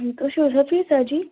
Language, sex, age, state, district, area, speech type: Kashmiri, female, 18-30, Jammu and Kashmir, Bandipora, rural, conversation